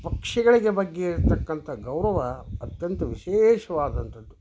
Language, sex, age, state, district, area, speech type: Kannada, male, 60+, Karnataka, Vijayanagara, rural, spontaneous